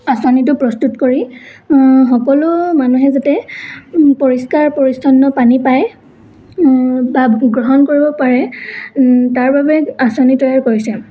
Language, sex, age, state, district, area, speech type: Assamese, female, 18-30, Assam, Dhemaji, urban, spontaneous